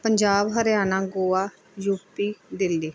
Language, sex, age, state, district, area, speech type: Punjabi, female, 30-45, Punjab, Pathankot, rural, spontaneous